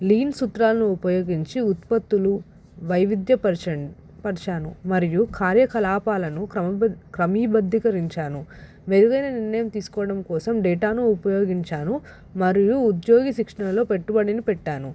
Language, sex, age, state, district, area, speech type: Telugu, female, 18-30, Telangana, Hyderabad, urban, spontaneous